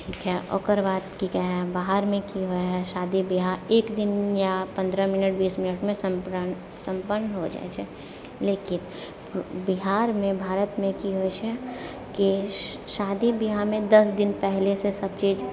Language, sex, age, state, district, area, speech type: Maithili, female, 30-45, Bihar, Purnia, urban, spontaneous